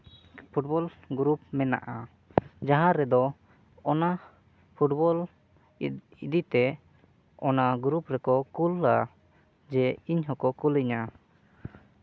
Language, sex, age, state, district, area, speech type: Santali, male, 18-30, Jharkhand, Seraikela Kharsawan, rural, spontaneous